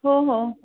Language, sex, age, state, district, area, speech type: Marathi, female, 30-45, Maharashtra, Pune, urban, conversation